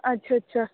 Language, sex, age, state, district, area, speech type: Punjabi, female, 18-30, Punjab, Fatehgarh Sahib, rural, conversation